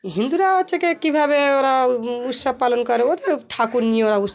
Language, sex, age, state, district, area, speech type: Bengali, female, 45-60, West Bengal, Dakshin Dinajpur, urban, spontaneous